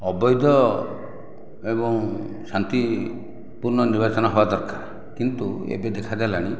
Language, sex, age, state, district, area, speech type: Odia, male, 60+, Odisha, Khordha, rural, spontaneous